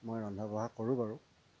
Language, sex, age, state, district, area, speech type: Assamese, male, 30-45, Assam, Dhemaji, rural, spontaneous